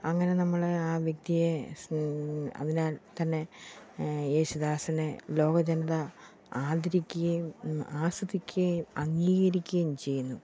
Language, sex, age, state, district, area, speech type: Malayalam, female, 45-60, Kerala, Pathanamthitta, rural, spontaneous